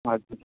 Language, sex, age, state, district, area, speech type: Nepali, male, 30-45, West Bengal, Jalpaiguri, rural, conversation